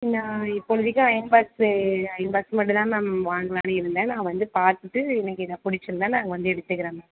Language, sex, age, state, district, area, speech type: Tamil, female, 18-30, Tamil Nadu, Tiruvarur, rural, conversation